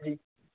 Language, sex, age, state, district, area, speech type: Hindi, male, 30-45, Madhya Pradesh, Hoshangabad, urban, conversation